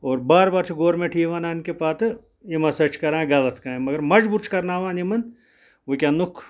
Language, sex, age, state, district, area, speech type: Kashmiri, male, 60+, Jammu and Kashmir, Ganderbal, rural, spontaneous